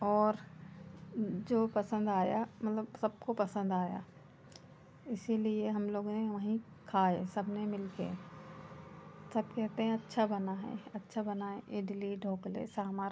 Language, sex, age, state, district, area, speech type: Hindi, female, 30-45, Madhya Pradesh, Seoni, urban, spontaneous